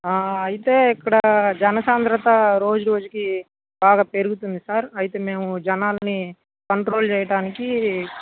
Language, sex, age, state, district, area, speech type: Telugu, male, 18-30, Andhra Pradesh, Guntur, urban, conversation